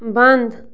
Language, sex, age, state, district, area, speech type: Kashmiri, female, 18-30, Jammu and Kashmir, Bandipora, rural, read